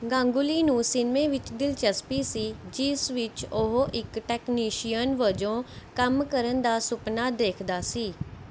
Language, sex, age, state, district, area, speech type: Punjabi, female, 18-30, Punjab, Mohali, urban, read